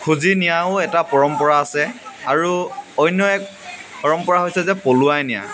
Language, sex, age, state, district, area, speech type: Assamese, male, 18-30, Assam, Dibrugarh, rural, spontaneous